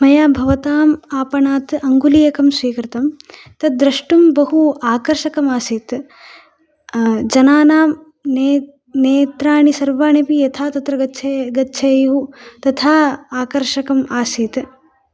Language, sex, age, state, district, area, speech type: Sanskrit, female, 18-30, Tamil Nadu, Coimbatore, urban, spontaneous